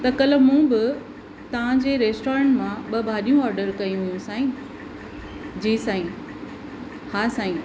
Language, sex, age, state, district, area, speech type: Sindhi, female, 45-60, Maharashtra, Thane, urban, spontaneous